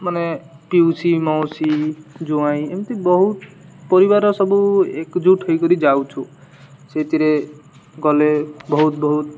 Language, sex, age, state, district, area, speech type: Odia, male, 18-30, Odisha, Malkangiri, urban, spontaneous